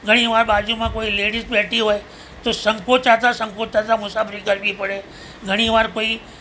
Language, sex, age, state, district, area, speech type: Gujarati, male, 60+, Gujarat, Ahmedabad, urban, spontaneous